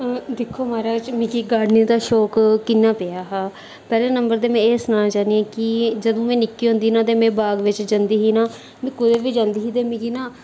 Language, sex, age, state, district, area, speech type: Dogri, female, 18-30, Jammu and Kashmir, Reasi, rural, spontaneous